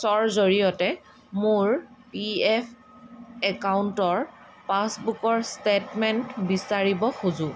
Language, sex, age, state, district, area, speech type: Assamese, female, 30-45, Assam, Dhemaji, rural, read